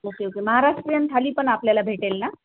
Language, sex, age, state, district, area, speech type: Marathi, female, 30-45, Maharashtra, Nanded, urban, conversation